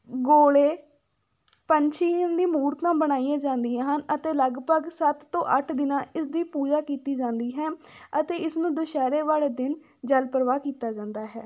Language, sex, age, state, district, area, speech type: Punjabi, female, 18-30, Punjab, Fatehgarh Sahib, rural, spontaneous